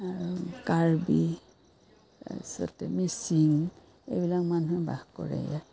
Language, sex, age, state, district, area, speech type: Assamese, female, 45-60, Assam, Biswanath, rural, spontaneous